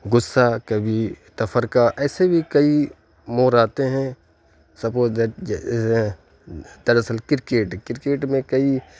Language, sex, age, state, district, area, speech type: Urdu, male, 30-45, Bihar, Khagaria, rural, spontaneous